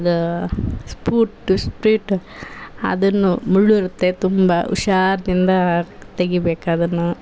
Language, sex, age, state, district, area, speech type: Kannada, female, 30-45, Karnataka, Vijayanagara, rural, spontaneous